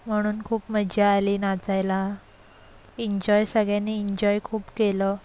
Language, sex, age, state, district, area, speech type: Marathi, female, 18-30, Maharashtra, Solapur, urban, spontaneous